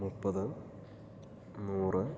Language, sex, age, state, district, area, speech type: Malayalam, male, 18-30, Kerala, Palakkad, rural, spontaneous